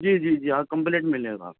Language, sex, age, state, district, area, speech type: Urdu, male, 45-60, Delhi, South Delhi, urban, conversation